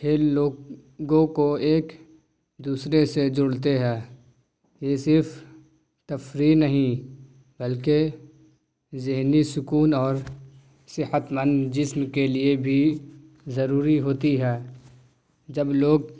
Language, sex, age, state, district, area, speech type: Urdu, male, 18-30, Bihar, Gaya, rural, spontaneous